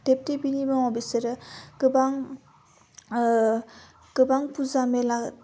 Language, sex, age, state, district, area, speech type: Bodo, female, 18-30, Assam, Udalguri, urban, spontaneous